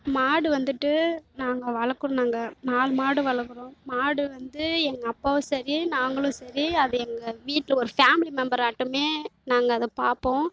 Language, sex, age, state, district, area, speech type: Tamil, female, 18-30, Tamil Nadu, Kallakurichi, rural, spontaneous